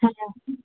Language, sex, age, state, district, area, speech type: Bengali, female, 18-30, West Bengal, Paschim Medinipur, rural, conversation